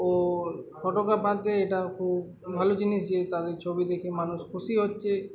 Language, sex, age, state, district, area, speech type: Bengali, male, 18-30, West Bengal, Uttar Dinajpur, rural, spontaneous